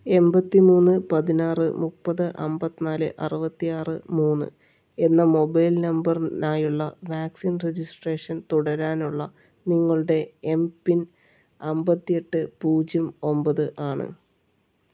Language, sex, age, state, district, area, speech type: Malayalam, male, 30-45, Kerala, Palakkad, rural, read